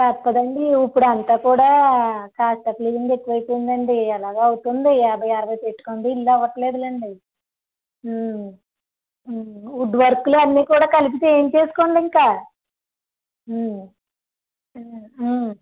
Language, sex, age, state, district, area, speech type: Telugu, female, 30-45, Andhra Pradesh, Vizianagaram, rural, conversation